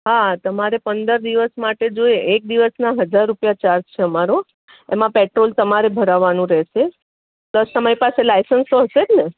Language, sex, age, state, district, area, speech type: Gujarati, female, 30-45, Gujarat, Ahmedabad, urban, conversation